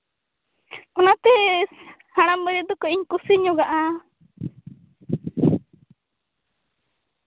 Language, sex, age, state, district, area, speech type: Santali, female, 18-30, Jharkhand, Seraikela Kharsawan, rural, conversation